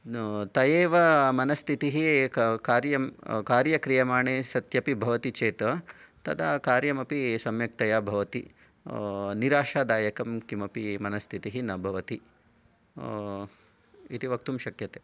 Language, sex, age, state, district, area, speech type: Sanskrit, male, 45-60, Karnataka, Bangalore Urban, urban, spontaneous